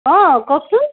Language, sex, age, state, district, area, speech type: Assamese, female, 45-60, Assam, Sivasagar, rural, conversation